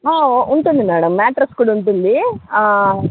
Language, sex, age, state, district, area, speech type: Telugu, female, 60+, Andhra Pradesh, Chittoor, rural, conversation